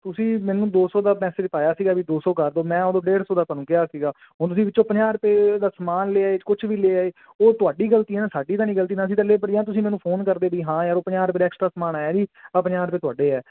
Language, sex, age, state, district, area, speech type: Punjabi, male, 18-30, Punjab, Fazilka, urban, conversation